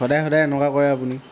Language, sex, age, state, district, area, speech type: Assamese, male, 30-45, Assam, Charaideo, rural, spontaneous